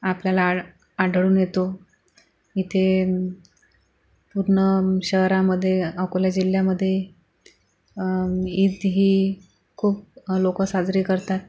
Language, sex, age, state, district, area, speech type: Marathi, female, 45-60, Maharashtra, Akola, rural, spontaneous